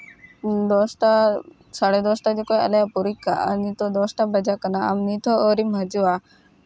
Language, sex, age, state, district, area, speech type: Santali, female, 18-30, West Bengal, Uttar Dinajpur, rural, spontaneous